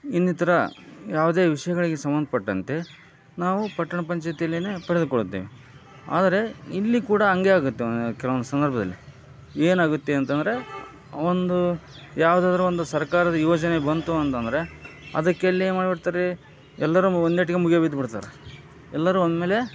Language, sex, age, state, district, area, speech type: Kannada, male, 45-60, Karnataka, Koppal, rural, spontaneous